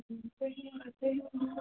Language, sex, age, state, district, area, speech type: Kashmiri, female, 30-45, Jammu and Kashmir, Baramulla, rural, conversation